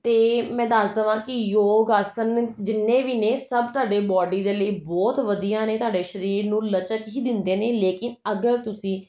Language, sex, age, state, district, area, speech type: Punjabi, female, 30-45, Punjab, Jalandhar, urban, spontaneous